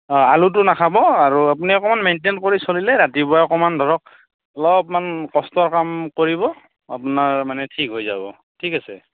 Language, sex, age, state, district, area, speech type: Assamese, male, 18-30, Assam, Barpeta, rural, conversation